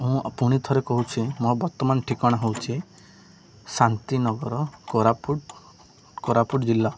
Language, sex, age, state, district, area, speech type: Odia, male, 18-30, Odisha, Koraput, urban, spontaneous